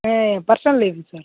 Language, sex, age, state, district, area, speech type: Tamil, male, 30-45, Tamil Nadu, Pudukkottai, rural, conversation